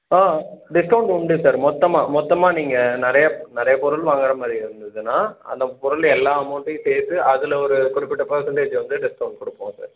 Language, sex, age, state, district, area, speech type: Tamil, male, 45-60, Tamil Nadu, Cuddalore, rural, conversation